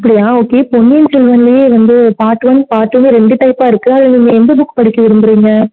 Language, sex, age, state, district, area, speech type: Tamil, female, 18-30, Tamil Nadu, Mayiladuthurai, urban, conversation